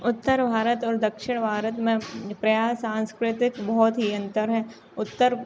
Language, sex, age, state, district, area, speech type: Hindi, female, 18-30, Madhya Pradesh, Narsinghpur, rural, spontaneous